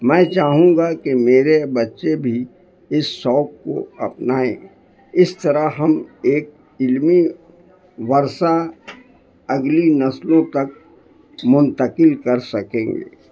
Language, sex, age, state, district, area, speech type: Urdu, male, 60+, Bihar, Gaya, urban, spontaneous